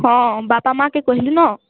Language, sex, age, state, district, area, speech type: Odia, female, 18-30, Odisha, Balangir, urban, conversation